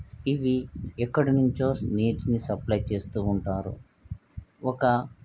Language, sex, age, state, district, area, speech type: Telugu, male, 45-60, Andhra Pradesh, Krishna, urban, spontaneous